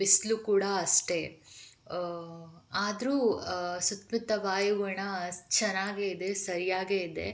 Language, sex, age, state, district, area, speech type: Kannada, female, 18-30, Karnataka, Tumkur, rural, spontaneous